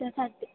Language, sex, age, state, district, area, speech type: Marathi, female, 18-30, Maharashtra, Ahmednagar, urban, conversation